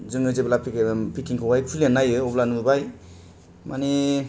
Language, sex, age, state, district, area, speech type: Bodo, male, 18-30, Assam, Kokrajhar, rural, spontaneous